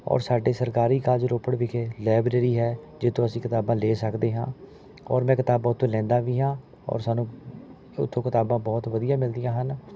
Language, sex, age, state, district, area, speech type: Punjabi, male, 30-45, Punjab, Rupnagar, rural, spontaneous